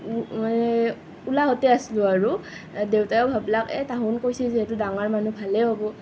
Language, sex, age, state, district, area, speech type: Assamese, female, 18-30, Assam, Nalbari, rural, spontaneous